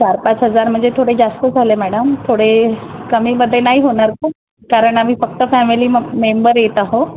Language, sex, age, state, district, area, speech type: Marathi, female, 45-60, Maharashtra, Wardha, urban, conversation